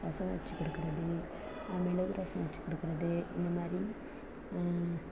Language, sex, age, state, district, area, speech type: Tamil, female, 18-30, Tamil Nadu, Thanjavur, rural, spontaneous